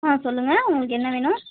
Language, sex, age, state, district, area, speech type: Tamil, female, 30-45, Tamil Nadu, Tiruvarur, rural, conversation